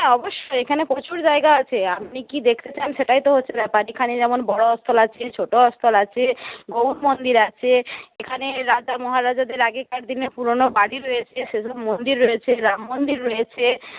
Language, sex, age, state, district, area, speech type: Bengali, female, 60+, West Bengal, Paschim Medinipur, rural, conversation